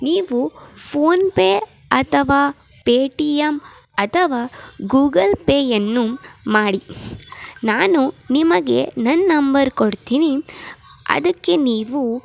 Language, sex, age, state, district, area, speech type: Kannada, female, 18-30, Karnataka, Chamarajanagar, rural, spontaneous